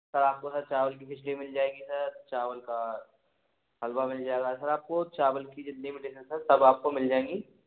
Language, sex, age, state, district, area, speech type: Hindi, male, 18-30, Madhya Pradesh, Gwalior, urban, conversation